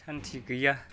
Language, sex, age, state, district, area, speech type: Bodo, male, 45-60, Assam, Kokrajhar, urban, spontaneous